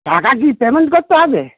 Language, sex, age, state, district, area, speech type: Bengali, female, 60+, West Bengal, Darjeeling, rural, conversation